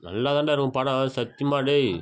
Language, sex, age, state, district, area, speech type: Tamil, male, 18-30, Tamil Nadu, Viluppuram, rural, spontaneous